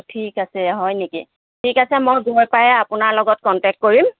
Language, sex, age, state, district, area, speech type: Assamese, female, 45-60, Assam, Jorhat, urban, conversation